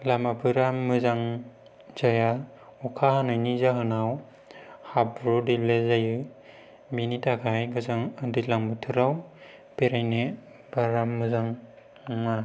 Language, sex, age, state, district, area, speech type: Bodo, male, 18-30, Assam, Kokrajhar, rural, spontaneous